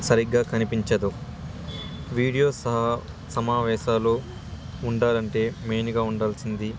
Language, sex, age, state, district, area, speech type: Telugu, male, 18-30, Andhra Pradesh, Sri Satya Sai, rural, spontaneous